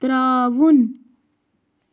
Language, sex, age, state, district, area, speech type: Kashmiri, female, 18-30, Jammu and Kashmir, Baramulla, rural, read